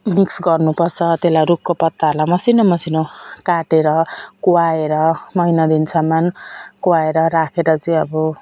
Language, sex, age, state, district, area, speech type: Nepali, female, 45-60, West Bengal, Jalpaiguri, urban, spontaneous